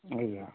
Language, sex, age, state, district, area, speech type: Odia, male, 60+, Odisha, Sundergarh, rural, conversation